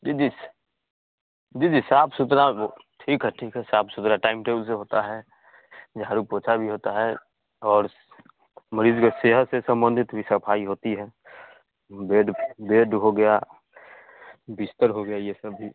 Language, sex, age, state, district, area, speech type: Hindi, male, 18-30, Bihar, Samastipur, rural, conversation